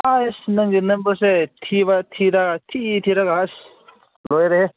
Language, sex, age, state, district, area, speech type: Manipuri, male, 18-30, Manipur, Senapati, rural, conversation